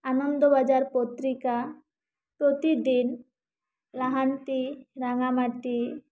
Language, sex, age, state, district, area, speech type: Santali, female, 18-30, West Bengal, Bankura, rural, spontaneous